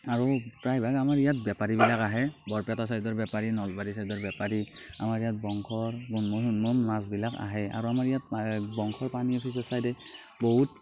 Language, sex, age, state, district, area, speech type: Assamese, male, 45-60, Assam, Morigaon, rural, spontaneous